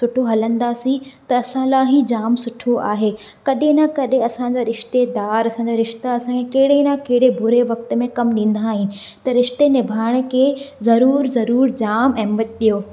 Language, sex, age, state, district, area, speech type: Sindhi, female, 18-30, Maharashtra, Thane, urban, spontaneous